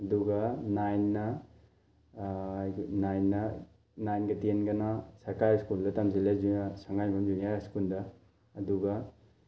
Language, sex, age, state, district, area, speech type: Manipuri, male, 18-30, Manipur, Thoubal, rural, spontaneous